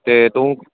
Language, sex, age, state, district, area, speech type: Punjabi, male, 18-30, Punjab, Firozpur, rural, conversation